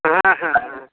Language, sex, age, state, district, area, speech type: Bengali, male, 60+, West Bengal, Dakshin Dinajpur, rural, conversation